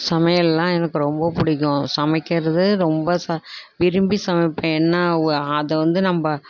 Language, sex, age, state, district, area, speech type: Tamil, female, 60+, Tamil Nadu, Tiruvarur, rural, spontaneous